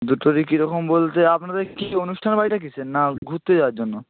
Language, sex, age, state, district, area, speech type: Bengali, male, 45-60, West Bengal, Purba Medinipur, rural, conversation